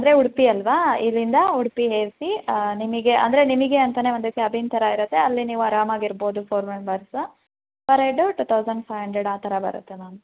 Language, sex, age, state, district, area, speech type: Kannada, female, 18-30, Karnataka, Hassan, rural, conversation